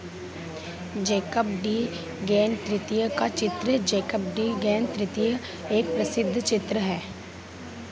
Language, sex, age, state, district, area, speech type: Hindi, female, 18-30, Madhya Pradesh, Harda, urban, read